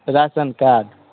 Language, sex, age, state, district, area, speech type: Maithili, male, 18-30, Bihar, Begusarai, rural, conversation